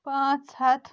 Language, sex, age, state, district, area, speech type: Kashmiri, male, 18-30, Jammu and Kashmir, Budgam, rural, spontaneous